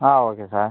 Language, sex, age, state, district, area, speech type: Tamil, male, 18-30, Tamil Nadu, Pudukkottai, rural, conversation